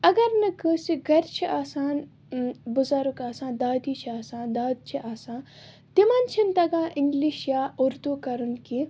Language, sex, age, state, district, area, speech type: Kashmiri, female, 30-45, Jammu and Kashmir, Baramulla, rural, spontaneous